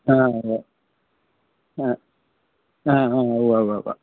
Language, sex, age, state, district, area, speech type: Malayalam, male, 60+, Kerala, Idukki, rural, conversation